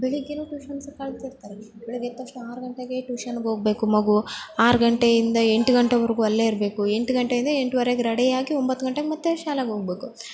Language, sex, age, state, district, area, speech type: Kannada, female, 18-30, Karnataka, Bellary, rural, spontaneous